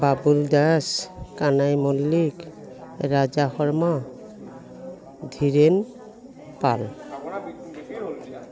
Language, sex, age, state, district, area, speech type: Assamese, female, 45-60, Assam, Goalpara, urban, spontaneous